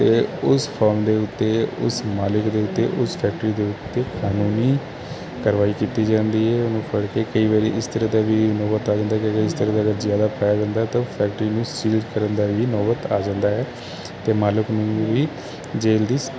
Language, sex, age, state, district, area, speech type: Punjabi, male, 30-45, Punjab, Kapurthala, urban, spontaneous